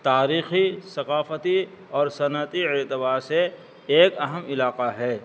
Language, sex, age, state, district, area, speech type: Urdu, male, 60+, Delhi, North East Delhi, urban, spontaneous